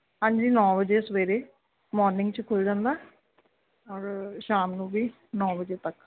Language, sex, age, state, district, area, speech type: Punjabi, female, 30-45, Punjab, Ludhiana, urban, conversation